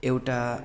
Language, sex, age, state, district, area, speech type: Nepali, male, 18-30, West Bengal, Darjeeling, rural, spontaneous